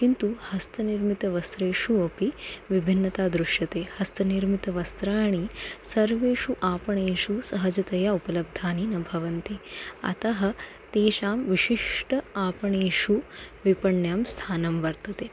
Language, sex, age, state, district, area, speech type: Sanskrit, female, 30-45, Maharashtra, Nagpur, urban, spontaneous